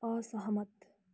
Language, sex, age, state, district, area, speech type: Nepali, female, 18-30, West Bengal, Kalimpong, rural, read